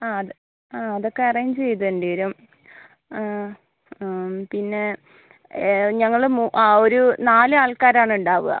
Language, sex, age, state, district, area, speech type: Malayalam, female, 60+, Kerala, Kozhikode, urban, conversation